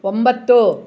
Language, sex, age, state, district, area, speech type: Kannada, female, 60+, Karnataka, Bangalore Rural, rural, read